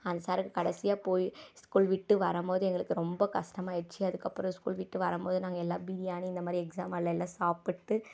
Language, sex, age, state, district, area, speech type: Tamil, female, 30-45, Tamil Nadu, Dharmapuri, rural, spontaneous